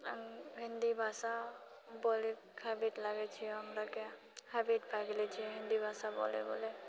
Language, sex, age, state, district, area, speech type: Maithili, female, 45-60, Bihar, Purnia, rural, spontaneous